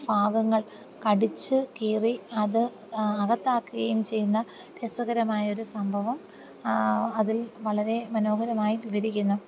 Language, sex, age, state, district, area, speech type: Malayalam, female, 30-45, Kerala, Thiruvananthapuram, rural, spontaneous